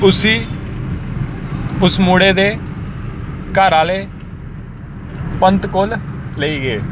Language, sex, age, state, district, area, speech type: Dogri, male, 18-30, Jammu and Kashmir, Kathua, rural, spontaneous